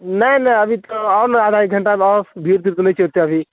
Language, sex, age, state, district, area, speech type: Maithili, male, 18-30, Bihar, Darbhanga, rural, conversation